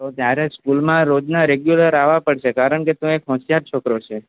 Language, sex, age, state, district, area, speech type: Gujarati, male, 18-30, Gujarat, Valsad, rural, conversation